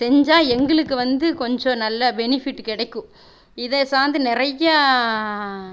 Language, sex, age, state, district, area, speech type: Tamil, female, 30-45, Tamil Nadu, Erode, rural, spontaneous